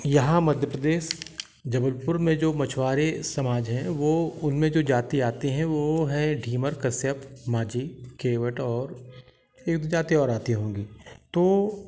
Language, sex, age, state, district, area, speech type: Hindi, male, 45-60, Madhya Pradesh, Jabalpur, urban, spontaneous